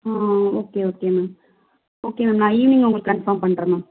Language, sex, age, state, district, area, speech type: Tamil, female, 30-45, Tamil Nadu, Tiruvarur, rural, conversation